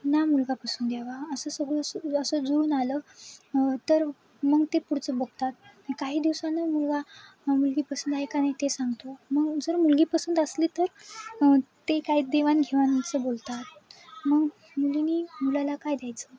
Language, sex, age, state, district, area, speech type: Marathi, female, 18-30, Maharashtra, Nanded, rural, spontaneous